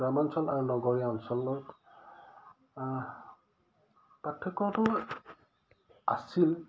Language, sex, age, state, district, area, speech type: Assamese, male, 45-60, Assam, Udalguri, rural, spontaneous